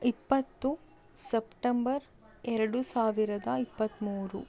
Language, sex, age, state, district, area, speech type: Kannada, female, 30-45, Karnataka, Davanagere, rural, spontaneous